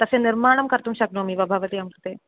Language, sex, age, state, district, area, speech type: Sanskrit, female, 18-30, Kerala, Kannur, urban, conversation